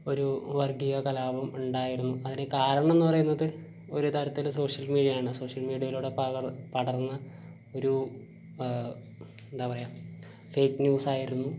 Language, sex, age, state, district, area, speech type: Malayalam, male, 18-30, Kerala, Kasaragod, rural, spontaneous